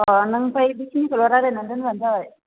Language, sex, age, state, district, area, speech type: Bodo, female, 30-45, Assam, Baksa, rural, conversation